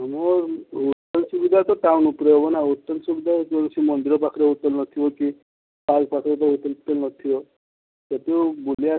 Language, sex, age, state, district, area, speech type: Odia, male, 18-30, Odisha, Balasore, rural, conversation